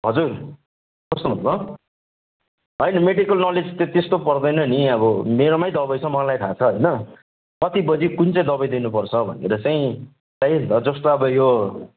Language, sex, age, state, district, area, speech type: Nepali, male, 30-45, West Bengal, Kalimpong, rural, conversation